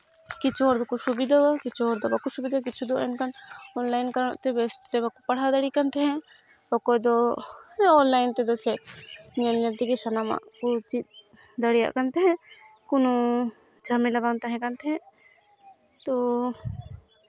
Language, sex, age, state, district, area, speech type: Santali, female, 18-30, West Bengal, Malda, rural, spontaneous